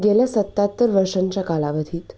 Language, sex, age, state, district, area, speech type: Marathi, female, 18-30, Maharashtra, Nashik, urban, spontaneous